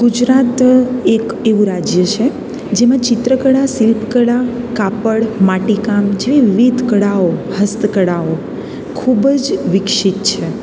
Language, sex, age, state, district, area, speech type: Gujarati, female, 30-45, Gujarat, Surat, urban, spontaneous